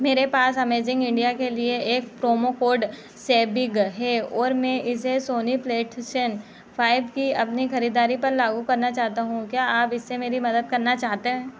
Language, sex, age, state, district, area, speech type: Hindi, female, 45-60, Madhya Pradesh, Harda, urban, read